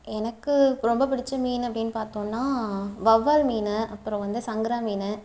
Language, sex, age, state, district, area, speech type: Tamil, female, 30-45, Tamil Nadu, Mayiladuthurai, rural, spontaneous